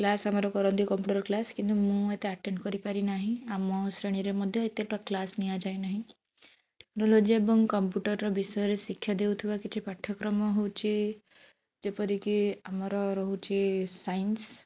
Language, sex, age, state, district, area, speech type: Odia, female, 18-30, Odisha, Bhadrak, rural, spontaneous